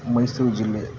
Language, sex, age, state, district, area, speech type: Kannada, male, 30-45, Karnataka, Mysore, urban, spontaneous